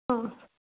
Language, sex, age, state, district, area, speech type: Goan Konkani, female, 18-30, Goa, Ponda, rural, conversation